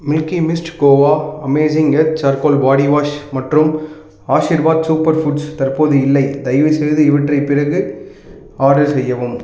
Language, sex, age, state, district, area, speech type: Tamil, male, 18-30, Tamil Nadu, Dharmapuri, rural, read